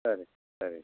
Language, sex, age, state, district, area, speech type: Tamil, male, 60+, Tamil Nadu, Ariyalur, rural, conversation